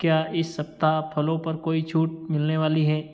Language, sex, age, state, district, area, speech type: Hindi, male, 30-45, Madhya Pradesh, Ujjain, rural, read